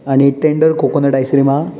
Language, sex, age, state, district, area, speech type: Goan Konkani, male, 18-30, Goa, Bardez, urban, spontaneous